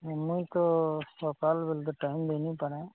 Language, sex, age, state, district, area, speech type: Odia, male, 45-60, Odisha, Nuapada, urban, conversation